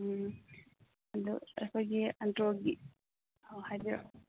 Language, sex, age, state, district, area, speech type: Manipuri, female, 45-60, Manipur, Imphal East, rural, conversation